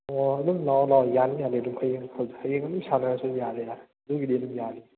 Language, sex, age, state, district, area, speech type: Manipuri, male, 18-30, Manipur, Kakching, rural, conversation